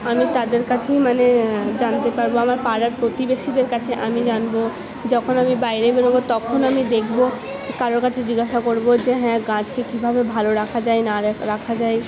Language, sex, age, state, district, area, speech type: Bengali, female, 18-30, West Bengal, Purba Bardhaman, urban, spontaneous